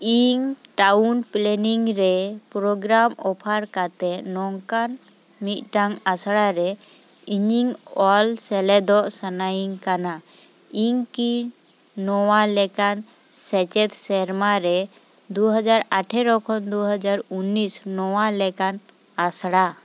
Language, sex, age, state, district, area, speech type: Santali, female, 18-30, West Bengal, Paschim Bardhaman, rural, read